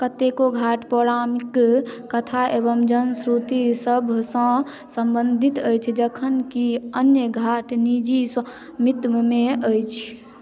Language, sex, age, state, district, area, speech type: Maithili, female, 18-30, Bihar, Madhubani, rural, read